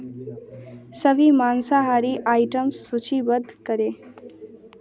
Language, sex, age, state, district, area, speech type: Hindi, female, 18-30, Bihar, Muzaffarpur, rural, read